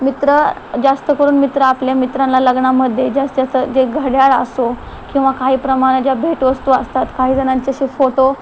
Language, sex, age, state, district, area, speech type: Marathi, female, 18-30, Maharashtra, Ratnagiri, urban, spontaneous